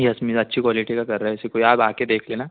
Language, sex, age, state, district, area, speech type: Hindi, male, 18-30, Madhya Pradesh, Betul, urban, conversation